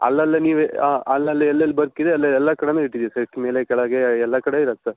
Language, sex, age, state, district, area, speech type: Kannada, male, 18-30, Karnataka, Shimoga, rural, conversation